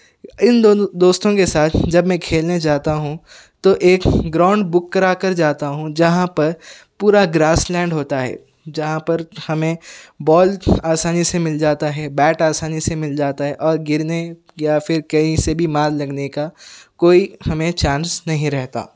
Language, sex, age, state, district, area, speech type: Urdu, male, 18-30, Telangana, Hyderabad, urban, spontaneous